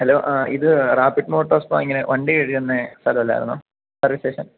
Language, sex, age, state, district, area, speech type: Malayalam, male, 18-30, Kerala, Idukki, rural, conversation